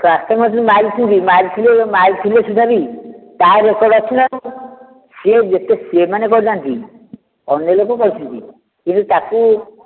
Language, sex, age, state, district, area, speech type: Odia, male, 60+, Odisha, Nayagarh, rural, conversation